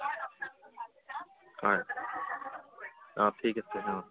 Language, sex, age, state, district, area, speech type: Assamese, male, 30-45, Assam, Dibrugarh, rural, conversation